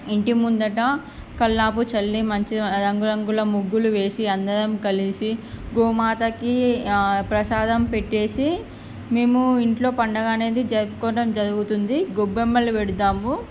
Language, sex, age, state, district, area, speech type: Telugu, female, 18-30, Andhra Pradesh, Srikakulam, urban, spontaneous